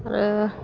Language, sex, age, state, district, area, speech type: Bodo, female, 30-45, Assam, Chirang, urban, spontaneous